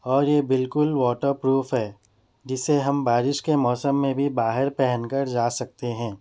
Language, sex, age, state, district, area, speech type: Urdu, male, 30-45, Telangana, Hyderabad, urban, spontaneous